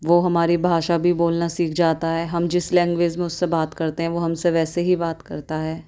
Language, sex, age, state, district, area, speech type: Urdu, female, 30-45, Delhi, South Delhi, rural, spontaneous